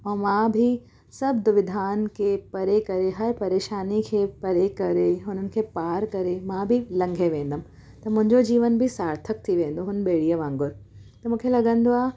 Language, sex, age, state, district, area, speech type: Sindhi, female, 30-45, Gujarat, Surat, urban, spontaneous